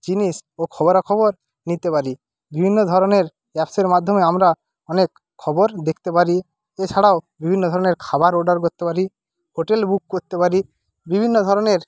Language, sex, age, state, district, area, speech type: Bengali, male, 45-60, West Bengal, Jhargram, rural, spontaneous